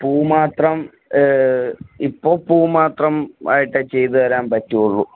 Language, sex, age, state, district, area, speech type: Malayalam, male, 18-30, Kerala, Kottayam, rural, conversation